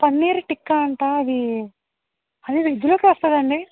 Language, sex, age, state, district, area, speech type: Telugu, female, 45-60, Andhra Pradesh, East Godavari, rural, conversation